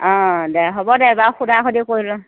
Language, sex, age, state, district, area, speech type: Assamese, female, 60+, Assam, Morigaon, rural, conversation